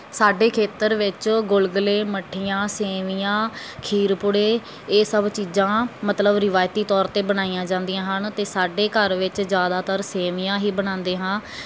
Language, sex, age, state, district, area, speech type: Punjabi, female, 30-45, Punjab, Bathinda, rural, spontaneous